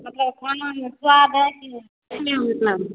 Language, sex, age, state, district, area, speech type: Hindi, female, 30-45, Bihar, Begusarai, rural, conversation